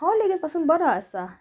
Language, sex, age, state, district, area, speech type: Goan Konkani, female, 18-30, Goa, Salcete, rural, spontaneous